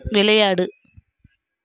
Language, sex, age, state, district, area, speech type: Tamil, female, 18-30, Tamil Nadu, Kallakurichi, rural, read